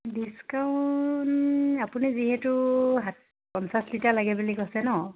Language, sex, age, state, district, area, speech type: Assamese, female, 30-45, Assam, Dhemaji, rural, conversation